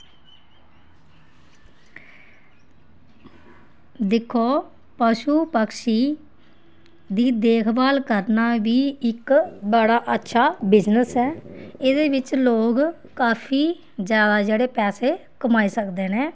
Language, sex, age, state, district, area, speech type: Dogri, female, 30-45, Jammu and Kashmir, Kathua, rural, spontaneous